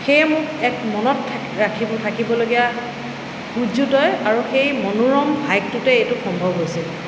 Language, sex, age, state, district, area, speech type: Assamese, female, 45-60, Assam, Tinsukia, rural, spontaneous